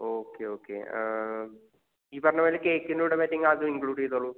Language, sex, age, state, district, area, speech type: Malayalam, male, 18-30, Kerala, Thrissur, urban, conversation